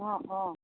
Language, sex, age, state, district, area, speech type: Assamese, female, 45-60, Assam, Majuli, urban, conversation